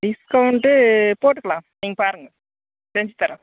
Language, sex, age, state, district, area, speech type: Tamil, female, 30-45, Tamil Nadu, Dharmapuri, rural, conversation